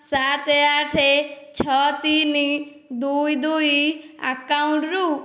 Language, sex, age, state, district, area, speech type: Odia, female, 18-30, Odisha, Dhenkanal, rural, read